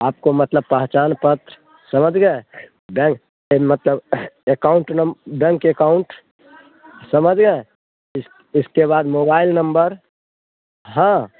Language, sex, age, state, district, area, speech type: Hindi, male, 60+, Bihar, Muzaffarpur, rural, conversation